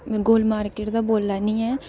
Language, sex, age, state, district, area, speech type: Dogri, female, 18-30, Jammu and Kashmir, Udhampur, rural, spontaneous